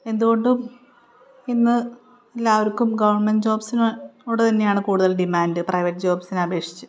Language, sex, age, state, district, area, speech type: Malayalam, female, 30-45, Kerala, Palakkad, rural, spontaneous